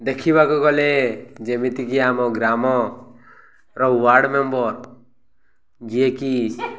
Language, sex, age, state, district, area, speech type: Odia, male, 45-60, Odisha, Koraput, urban, spontaneous